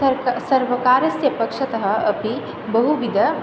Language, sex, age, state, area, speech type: Sanskrit, female, 18-30, Tripura, rural, spontaneous